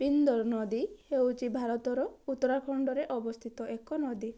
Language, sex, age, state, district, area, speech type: Odia, female, 18-30, Odisha, Balasore, rural, read